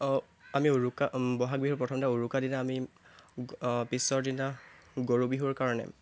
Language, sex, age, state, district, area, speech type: Assamese, male, 18-30, Assam, Tinsukia, urban, spontaneous